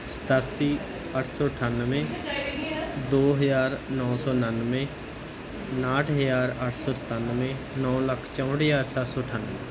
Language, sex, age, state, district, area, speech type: Punjabi, male, 30-45, Punjab, Bathinda, rural, spontaneous